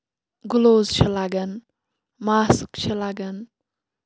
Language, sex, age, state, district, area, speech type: Kashmiri, female, 30-45, Jammu and Kashmir, Kulgam, rural, spontaneous